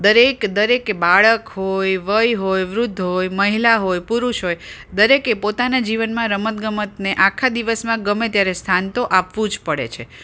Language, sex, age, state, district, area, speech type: Gujarati, female, 45-60, Gujarat, Ahmedabad, urban, spontaneous